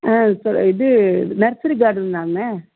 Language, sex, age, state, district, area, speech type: Tamil, female, 60+, Tamil Nadu, Sivaganga, rural, conversation